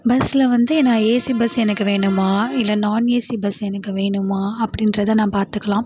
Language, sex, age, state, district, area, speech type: Tamil, female, 18-30, Tamil Nadu, Tiruvarur, rural, spontaneous